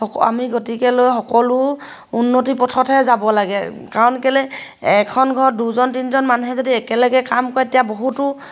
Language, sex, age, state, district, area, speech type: Assamese, female, 30-45, Assam, Sivasagar, rural, spontaneous